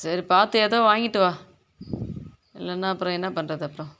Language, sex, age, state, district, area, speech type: Tamil, female, 60+, Tamil Nadu, Kallakurichi, urban, spontaneous